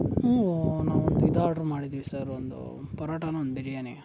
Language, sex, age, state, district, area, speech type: Kannada, male, 18-30, Karnataka, Chikkaballapur, rural, spontaneous